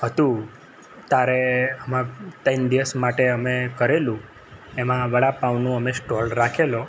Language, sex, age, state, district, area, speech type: Gujarati, male, 30-45, Gujarat, Kheda, rural, spontaneous